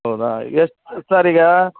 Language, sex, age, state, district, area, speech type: Kannada, male, 45-60, Karnataka, Bellary, rural, conversation